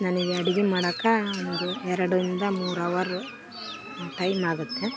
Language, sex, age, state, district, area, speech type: Kannada, female, 18-30, Karnataka, Vijayanagara, rural, spontaneous